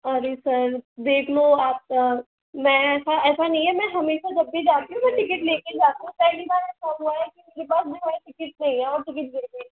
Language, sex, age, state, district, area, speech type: Hindi, female, 60+, Rajasthan, Jaipur, urban, conversation